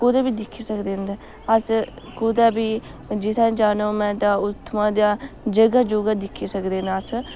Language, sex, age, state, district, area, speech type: Dogri, female, 18-30, Jammu and Kashmir, Udhampur, rural, spontaneous